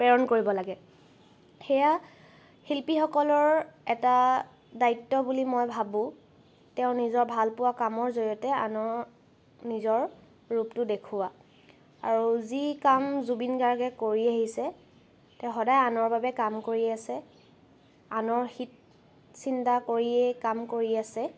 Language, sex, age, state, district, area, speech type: Assamese, female, 18-30, Assam, Charaideo, urban, spontaneous